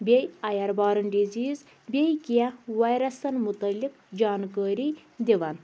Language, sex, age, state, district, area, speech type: Kashmiri, female, 30-45, Jammu and Kashmir, Anantnag, rural, spontaneous